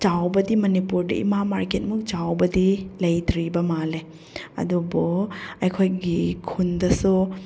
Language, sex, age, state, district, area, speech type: Manipuri, female, 30-45, Manipur, Chandel, rural, spontaneous